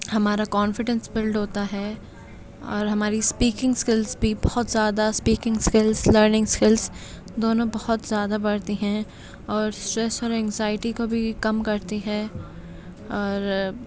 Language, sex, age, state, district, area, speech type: Urdu, male, 18-30, Delhi, Central Delhi, urban, spontaneous